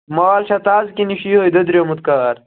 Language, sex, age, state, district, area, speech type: Kashmiri, male, 30-45, Jammu and Kashmir, Baramulla, rural, conversation